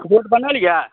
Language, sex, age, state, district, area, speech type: Maithili, male, 30-45, Bihar, Saharsa, rural, conversation